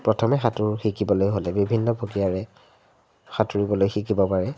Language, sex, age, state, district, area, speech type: Assamese, male, 18-30, Assam, Majuli, urban, spontaneous